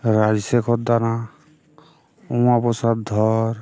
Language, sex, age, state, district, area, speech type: Bengali, male, 45-60, West Bengal, Uttar Dinajpur, urban, spontaneous